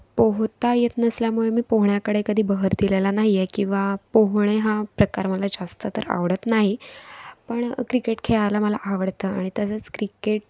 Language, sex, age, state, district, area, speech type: Marathi, female, 18-30, Maharashtra, Raigad, rural, spontaneous